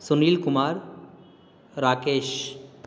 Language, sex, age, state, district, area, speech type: Kannada, male, 18-30, Karnataka, Kolar, rural, spontaneous